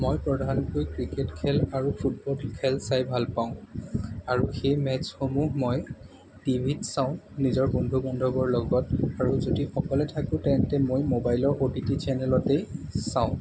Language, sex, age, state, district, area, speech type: Assamese, male, 18-30, Assam, Jorhat, urban, spontaneous